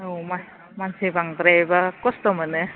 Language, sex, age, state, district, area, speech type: Bodo, female, 30-45, Assam, Baksa, rural, conversation